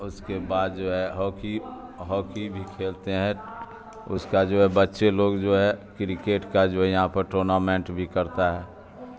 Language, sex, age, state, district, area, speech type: Urdu, male, 60+, Bihar, Supaul, rural, spontaneous